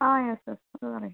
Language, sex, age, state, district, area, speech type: Malayalam, female, 18-30, Kerala, Palakkad, rural, conversation